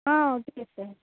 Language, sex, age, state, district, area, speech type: Tamil, female, 18-30, Tamil Nadu, Vellore, urban, conversation